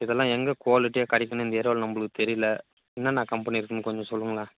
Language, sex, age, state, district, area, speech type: Tamil, male, 30-45, Tamil Nadu, Chengalpattu, rural, conversation